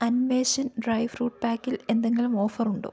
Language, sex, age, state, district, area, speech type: Malayalam, female, 18-30, Kerala, Idukki, rural, read